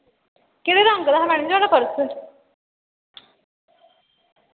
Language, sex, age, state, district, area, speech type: Dogri, female, 18-30, Jammu and Kashmir, Samba, rural, conversation